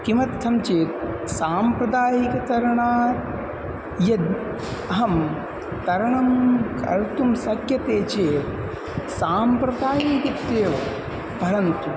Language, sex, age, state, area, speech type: Sanskrit, male, 18-30, Uttar Pradesh, urban, spontaneous